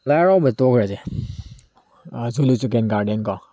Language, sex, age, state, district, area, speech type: Manipuri, male, 30-45, Manipur, Tengnoupal, urban, spontaneous